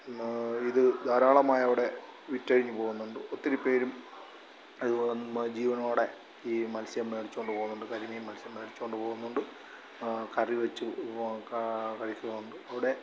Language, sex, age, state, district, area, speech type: Malayalam, male, 45-60, Kerala, Alappuzha, rural, spontaneous